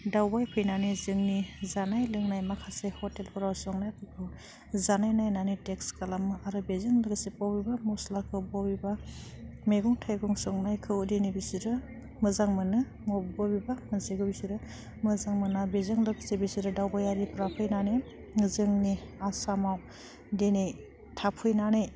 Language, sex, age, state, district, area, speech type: Bodo, female, 18-30, Assam, Udalguri, urban, spontaneous